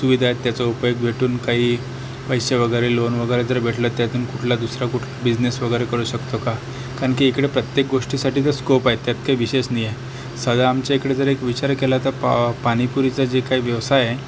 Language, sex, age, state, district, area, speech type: Marathi, male, 30-45, Maharashtra, Akola, rural, spontaneous